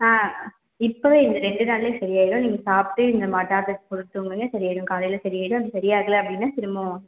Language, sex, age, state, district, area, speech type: Tamil, female, 18-30, Tamil Nadu, Vellore, urban, conversation